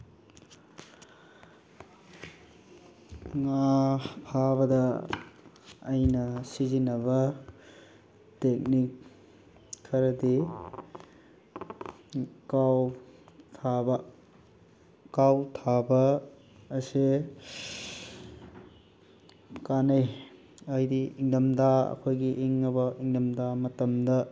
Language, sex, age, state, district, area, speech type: Manipuri, male, 45-60, Manipur, Bishnupur, rural, spontaneous